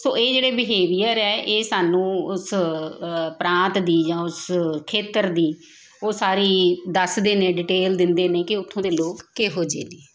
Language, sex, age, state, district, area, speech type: Punjabi, female, 30-45, Punjab, Tarn Taran, urban, spontaneous